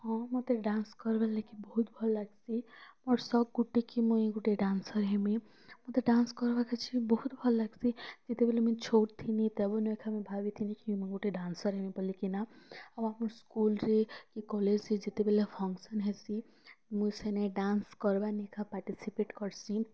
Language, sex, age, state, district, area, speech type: Odia, female, 18-30, Odisha, Kalahandi, rural, spontaneous